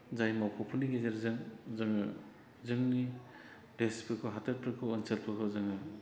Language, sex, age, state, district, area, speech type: Bodo, male, 45-60, Assam, Chirang, rural, spontaneous